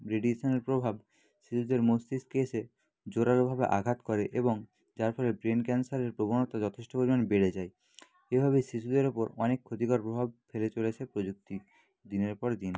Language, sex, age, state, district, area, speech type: Bengali, male, 30-45, West Bengal, Nadia, rural, spontaneous